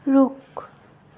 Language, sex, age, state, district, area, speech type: Nepali, female, 18-30, West Bengal, Darjeeling, rural, read